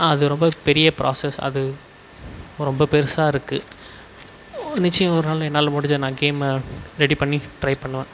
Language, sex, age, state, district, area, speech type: Tamil, male, 18-30, Tamil Nadu, Tiruvannamalai, urban, spontaneous